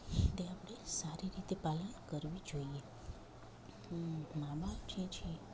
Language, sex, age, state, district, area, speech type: Gujarati, female, 30-45, Gujarat, Junagadh, rural, spontaneous